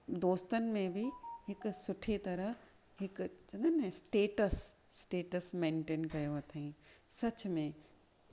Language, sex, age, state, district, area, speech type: Sindhi, female, 45-60, Maharashtra, Thane, urban, spontaneous